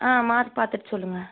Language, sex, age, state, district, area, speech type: Tamil, female, 18-30, Tamil Nadu, Erode, rural, conversation